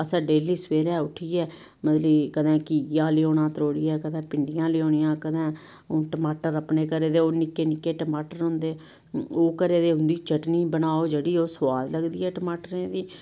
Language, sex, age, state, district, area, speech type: Dogri, female, 30-45, Jammu and Kashmir, Samba, rural, spontaneous